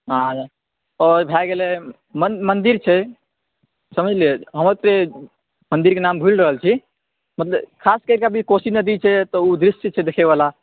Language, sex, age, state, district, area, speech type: Maithili, male, 18-30, Bihar, Supaul, rural, conversation